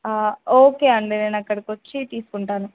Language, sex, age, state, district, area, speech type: Telugu, female, 18-30, Telangana, Warangal, rural, conversation